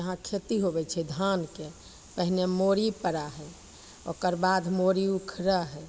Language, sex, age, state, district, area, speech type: Maithili, female, 45-60, Bihar, Begusarai, rural, spontaneous